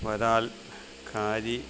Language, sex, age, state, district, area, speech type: Malayalam, male, 45-60, Kerala, Alappuzha, rural, spontaneous